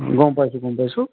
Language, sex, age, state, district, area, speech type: Assamese, male, 45-60, Assam, Charaideo, urban, conversation